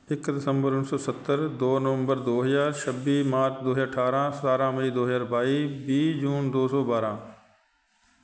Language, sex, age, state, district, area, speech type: Punjabi, male, 45-60, Punjab, Shaheed Bhagat Singh Nagar, urban, spontaneous